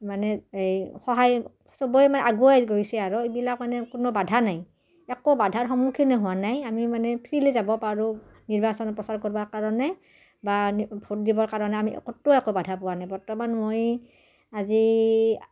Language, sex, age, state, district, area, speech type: Assamese, female, 45-60, Assam, Udalguri, rural, spontaneous